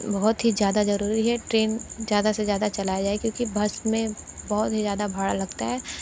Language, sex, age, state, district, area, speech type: Hindi, female, 60+, Uttar Pradesh, Sonbhadra, rural, spontaneous